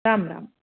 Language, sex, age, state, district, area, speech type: Sanskrit, female, 30-45, Karnataka, Hassan, urban, conversation